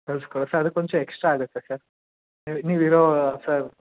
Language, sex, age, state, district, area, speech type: Kannada, male, 18-30, Karnataka, Chikkamagaluru, rural, conversation